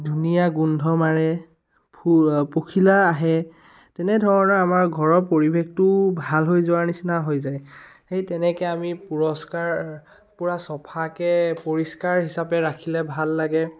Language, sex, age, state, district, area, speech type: Assamese, male, 18-30, Assam, Biswanath, rural, spontaneous